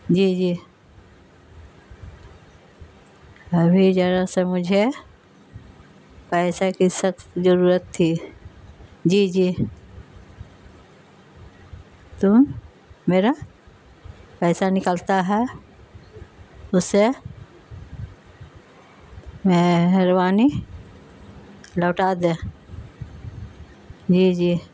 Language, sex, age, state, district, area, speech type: Urdu, female, 60+, Bihar, Gaya, urban, spontaneous